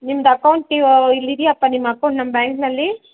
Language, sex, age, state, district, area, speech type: Kannada, female, 60+, Karnataka, Kolar, rural, conversation